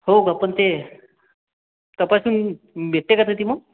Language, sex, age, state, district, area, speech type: Marathi, male, 30-45, Maharashtra, Akola, urban, conversation